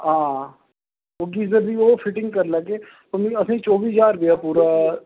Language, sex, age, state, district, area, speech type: Dogri, male, 30-45, Jammu and Kashmir, Reasi, urban, conversation